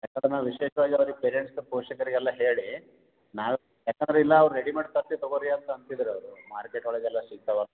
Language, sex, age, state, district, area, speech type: Kannada, male, 45-60, Karnataka, Gulbarga, urban, conversation